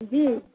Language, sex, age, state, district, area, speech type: Urdu, female, 45-60, Uttar Pradesh, Lucknow, rural, conversation